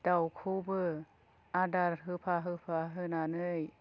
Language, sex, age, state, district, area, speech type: Bodo, female, 30-45, Assam, Chirang, rural, spontaneous